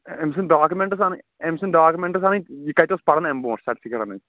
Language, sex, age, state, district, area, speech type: Kashmiri, female, 18-30, Jammu and Kashmir, Kulgam, rural, conversation